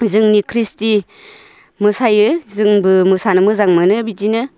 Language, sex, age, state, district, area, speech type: Bodo, female, 30-45, Assam, Baksa, rural, spontaneous